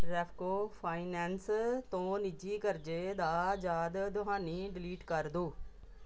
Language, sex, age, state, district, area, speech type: Punjabi, female, 45-60, Punjab, Pathankot, rural, read